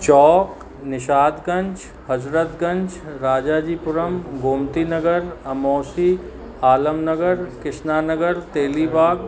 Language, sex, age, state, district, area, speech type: Sindhi, male, 45-60, Uttar Pradesh, Lucknow, rural, spontaneous